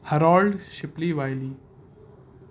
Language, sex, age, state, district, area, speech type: Urdu, male, 18-30, Delhi, North East Delhi, urban, spontaneous